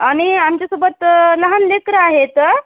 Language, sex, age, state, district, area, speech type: Marathi, female, 30-45, Maharashtra, Nanded, urban, conversation